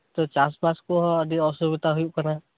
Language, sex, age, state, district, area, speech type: Santali, male, 18-30, West Bengal, Birbhum, rural, conversation